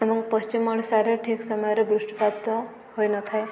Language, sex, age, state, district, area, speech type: Odia, female, 18-30, Odisha, Subarnapur, urban, spontaneous